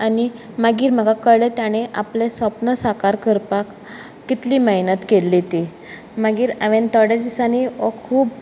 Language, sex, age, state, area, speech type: Goan Konkani, female, 30-45, Goa, rural, spontaneous